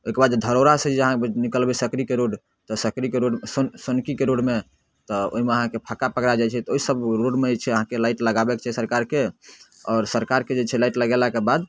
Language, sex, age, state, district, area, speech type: Maithili, male, 18-30, Bihar, Darbhanga, rural, spontaneous